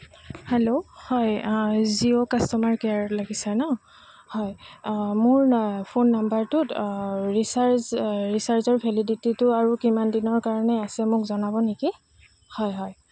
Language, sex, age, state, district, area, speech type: Assamese, female, 18-30, Assam, Goalpara, urban, spontaneous